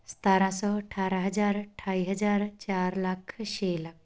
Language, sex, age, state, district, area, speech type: Punjabi, female, 18-30, Punjab, Tarn Taran, rural, spontaneous